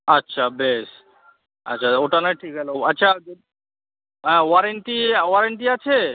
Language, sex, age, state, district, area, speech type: Bengali, male, 18-30, West Bengal, Uttar Dinajpur, rural, conversation